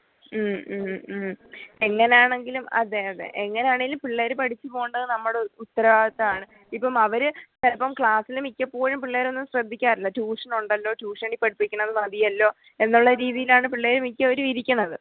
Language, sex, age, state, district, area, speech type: Malayalam, male, 45-60, Kerala, Pathanamthitta, rural, conversation